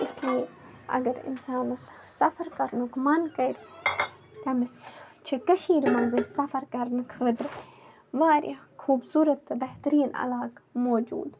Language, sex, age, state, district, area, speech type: Kashmiri, female, 18-30, Jammu and Kashmir, Bandipora, rural, spontaneous